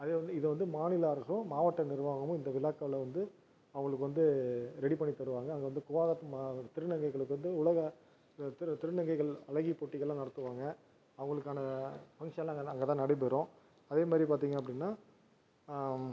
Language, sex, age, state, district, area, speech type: Tamil, male, 30-45, Tamil Nadu, Viluppuram, urban, spontaneous